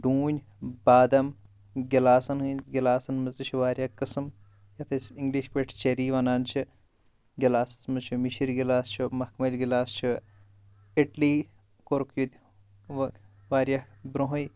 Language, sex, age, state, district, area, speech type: Kashmiri, male, 30-45, Jammu and Kashmir, Shopian, urban, spontaneous